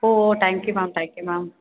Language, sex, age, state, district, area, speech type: Tamil, female, 30-45, Tamil Nadu, Perambalur, rural, conversation